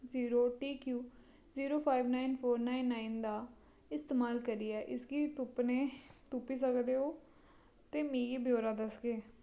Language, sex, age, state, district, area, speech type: Dogri, female, 30-45, Jammu and Kashmir, Kathua, rural, read